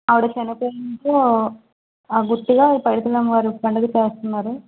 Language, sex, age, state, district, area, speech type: Telugu, female, 30-45, Andhra Pradesh, Vizianagaram, rural, conversation